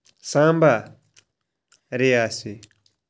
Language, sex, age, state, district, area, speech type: Kashmiri, male, 30-45, Jammu and Kashmir, Shopian, urban, spontaneous